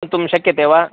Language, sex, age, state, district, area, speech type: Sanskrit, male, 30-45, Karnataka, Vijayapura, urban, conversation